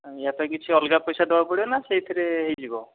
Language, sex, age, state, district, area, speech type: Odia, male, 30-45, Odisha, Dhenkanal, rural, conversation